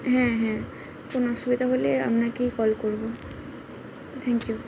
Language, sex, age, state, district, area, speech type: Bengali, female, 18-30, West Bengal, Howrah, urban, spontaneous